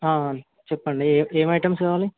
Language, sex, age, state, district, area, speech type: Telugu, male, 18-30, Telangana, Ranga Reddy, urban, conversation